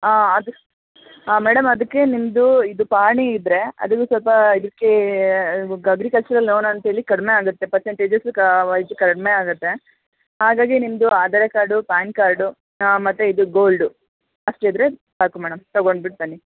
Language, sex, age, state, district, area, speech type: Kannada, female, 18-30, Karnataka, Hassan, urban, conversation